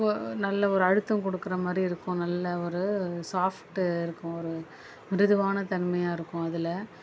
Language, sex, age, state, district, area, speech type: Tamil, female, 30-45, Tamil Nadu, Chennai, urban, spontaneous